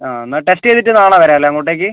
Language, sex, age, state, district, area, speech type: Malayalam, male, 18-30, Kerala, Wayanad, rural, conversation